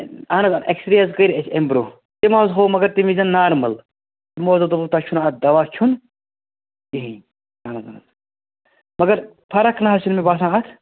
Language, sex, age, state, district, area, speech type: Kashmiri, male, 30-45, Jammu and Kashmir, Bandipora, rural, conversation